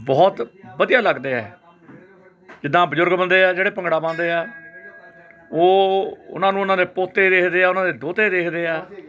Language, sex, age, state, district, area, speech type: Punjabi, male, 60+, Punjab, Hoshiarpur, urban, spontaneous